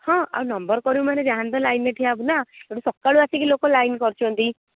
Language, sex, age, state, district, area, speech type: Odia, female, 18-30, Odisha, Kendujhar, urban, conversation